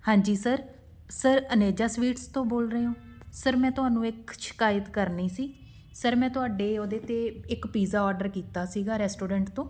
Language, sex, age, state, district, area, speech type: Punjabi, female, 30-45, Punjab, Patiala, rural, spontaneous